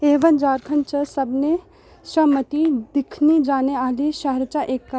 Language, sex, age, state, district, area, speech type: Dogri, female, 18-30, Jammu and Kashmir, Reasi, rural, read